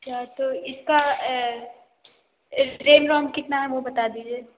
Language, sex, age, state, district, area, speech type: Hindi, female, 18-30, Uttar Pradesh, Sonbhadra, rural, conversation